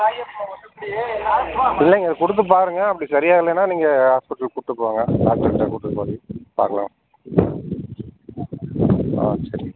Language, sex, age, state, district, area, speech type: Tamil, male, 45-60, Tamil Nadu, Virudhunagar, rural, conversation